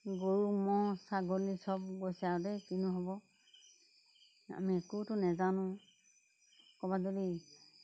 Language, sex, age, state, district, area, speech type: Assamese, female, 60+, Assam, Golaghat, rural, spontaneous